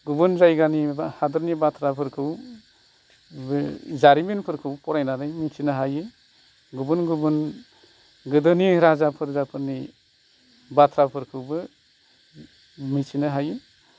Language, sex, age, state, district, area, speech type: Bodo, male, 45-60, Assam, Kokrajhar, urban, spontaneous